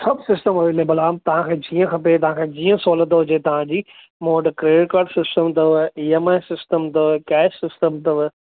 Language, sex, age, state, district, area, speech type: Sindhi, male, 30-45, Maharashtra, Thane, urban, conversation